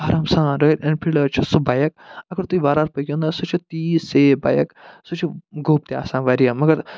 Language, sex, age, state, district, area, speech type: Kashmiri, male, 45-60, Jammu and Kashmir, Budgam, urban, spontaneous